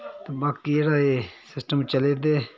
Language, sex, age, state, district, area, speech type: Dogri, male, 30-45, Jammu and Kashmir, Udhampur, rural, spontaneous